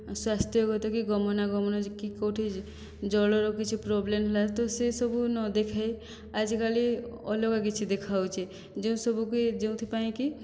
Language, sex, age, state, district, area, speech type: Odia, female, 18-30, Odisha, Boudh, rural, spontaneous